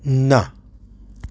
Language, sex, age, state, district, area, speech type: Gujarati, male, 30-45, Gujarat, Surat, urban, read